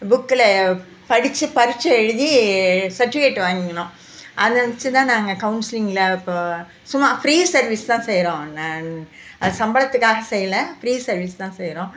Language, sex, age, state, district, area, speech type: Tamil, female, 60+, Tamil Nadu, Nagapattinam, urban, spontaneous